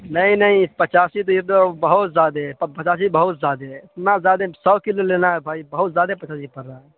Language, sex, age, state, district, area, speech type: Urdu, male, 18-30, Bihar, Khagaria, rural, conversation